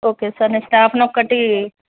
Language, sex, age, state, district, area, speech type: Telugu, female, 30-45, Telangana, Medchal, urban, conversation